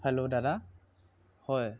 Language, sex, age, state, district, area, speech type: Assamese, male, 45-60, Assam, Dhemaji, rural, spontaneous